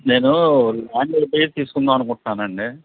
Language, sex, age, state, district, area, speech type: Telugu, male, 60+, Andhra Pradesh, Nandyal, urban, conversation